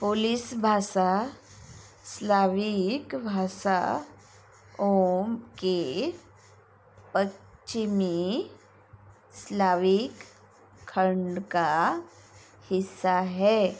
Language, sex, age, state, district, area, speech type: Hindi, female, 45-60, Madhya Pradesh, Chhindwara, rural, read